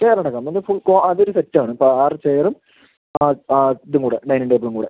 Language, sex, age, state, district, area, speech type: Malayalam, male, 45-60, Kerala, Palakkad, rural, conversation